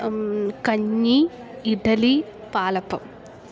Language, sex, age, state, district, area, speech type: Malayalam, female, 18-30, Kerala, Alappuzha, rural, spontaneous